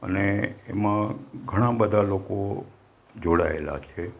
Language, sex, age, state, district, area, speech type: Gujarati, male, 60+, Gujarat, Valsad, rural, spontaneous